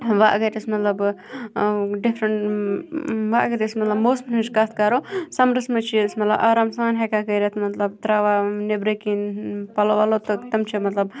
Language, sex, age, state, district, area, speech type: Kashmiri, female, 18-30, Jammu and Kashmir, Kupwara, urban, spontaneous